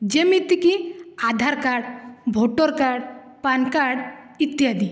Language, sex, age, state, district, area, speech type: Odia, female, 18-30, Odisha, Dhenkanal, rural, spontaneous